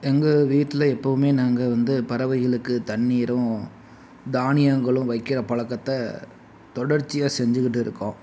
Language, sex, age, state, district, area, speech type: Tamil, male, 45-60, Tamil Nadu, Sivaganga, rural, spontaneous